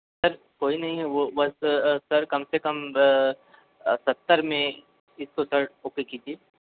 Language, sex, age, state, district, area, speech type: Hindi, male, 45-60, Uttar Pradesh, Sonbhadra, rural, conversation